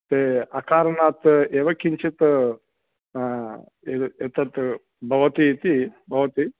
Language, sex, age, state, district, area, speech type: Sanskrit, male, 45-60, Telangana, Karimnagar, urban, conversation